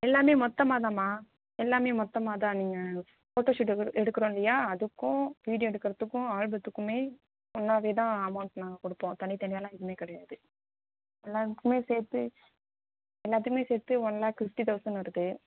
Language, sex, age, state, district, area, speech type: Tamil, female, 18-30, Tamil Nadu, Tiruvarur, rural, conversation